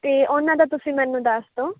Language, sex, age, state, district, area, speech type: Punjabi, female, 18-30, Punjab, Fazilka, rural, conversation